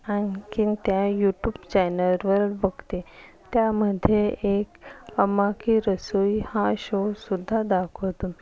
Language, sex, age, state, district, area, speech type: Marathi, female, 30-45, Maharashtra, Nagpur, urban, spontaneous